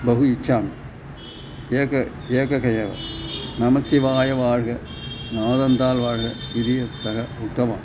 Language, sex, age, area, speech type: Sanskrit, male, 60+, urban, spontaneous